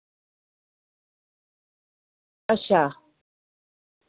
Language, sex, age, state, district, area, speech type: Dogri, female, 60+, Jammu and Kashmir, Reasi, rural, conversation